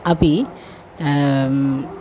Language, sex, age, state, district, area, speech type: Sanskrit, female, 45-60, Kerala, Thiruvananthapuram, urban, spontaneous